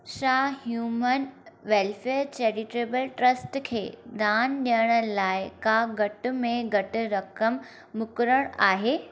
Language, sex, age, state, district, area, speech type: Sindhi, female, 18-30, Maharashtra, Thane, urban, read